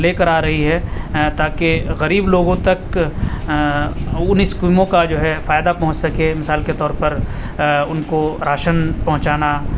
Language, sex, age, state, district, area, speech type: Urdu, male, 30-45, Uttar Pradesh, Aligarh, urban, spontaneous